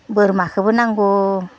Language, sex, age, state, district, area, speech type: Bodo, female, 60+, Assam, Udalguri, rural, spontaneous